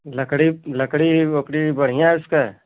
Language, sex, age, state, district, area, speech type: Hindi, male, 30-45, Uttar Pradesh, Ghazipur, urban, conversation